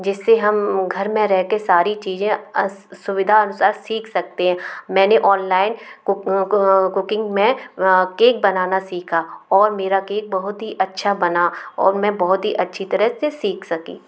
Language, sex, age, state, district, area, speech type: Hindi, female, 30-45, Madhya Pradesh, Gwalior, urban, spontaneous